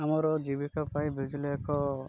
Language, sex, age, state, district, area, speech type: Odia, male, 30-45, Odisha, Malkangiri, urban, spontaneous